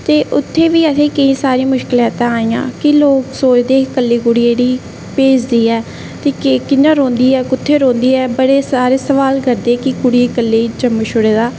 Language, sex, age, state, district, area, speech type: Dogri, female, 18-30, Jammu and Kashmir, Reasi, rural, spontaneous